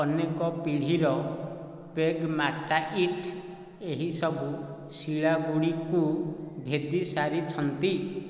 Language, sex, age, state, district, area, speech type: Odia, male, 45-60, Odisha, Nayagarh, rural, read